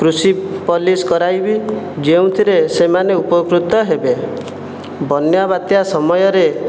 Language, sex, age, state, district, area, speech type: Odia, male, 18-30, Odisha, Jajpur, rural, spontaneous